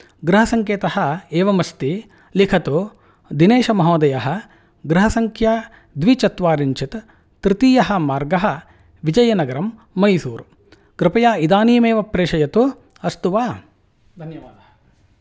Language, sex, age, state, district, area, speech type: Sanskrit, male, 45-60, Karnataka, Mysore, urban, spontaneous